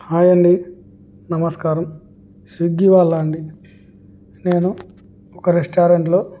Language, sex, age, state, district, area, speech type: Telugu, male, 18-30, Andhra Pradesh, Kurnool, urban, spontaneous